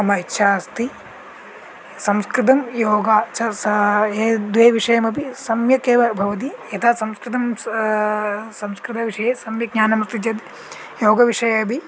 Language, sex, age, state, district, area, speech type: Sanskrit, male, 18-30, Kerala, Idukki, urban, spontaneous